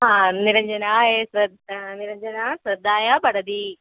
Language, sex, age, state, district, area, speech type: Sanskrit, female, 18-30, Kerala, Kozhikode, rural, conversation